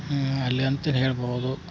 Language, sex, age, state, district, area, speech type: Kannada, male, 30-45, Karnataka, Dharwad, rural, spontaneous